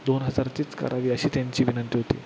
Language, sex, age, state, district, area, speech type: Marathi, male, 18-30, Maharashtra, Satara, urban, spontaneous